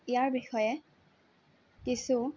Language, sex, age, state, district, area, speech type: Assamese, female, 18-30, Assam, Sonitpur, rural, spontaneous